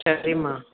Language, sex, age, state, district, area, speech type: Tamil, female, 60+, Tamil Nadu, Krishnagiri, rural, conversation